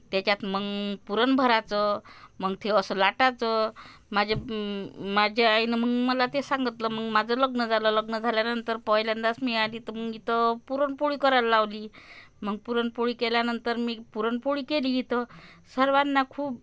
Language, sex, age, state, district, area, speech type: Marathi, female, 45-60, Maharashtra, Amravati, rural, spontaneous